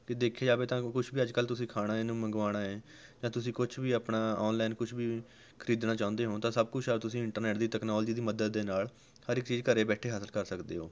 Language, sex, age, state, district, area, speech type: Punjabi, male, 18-30, Punjab, Rupnagar, rural, spontaneous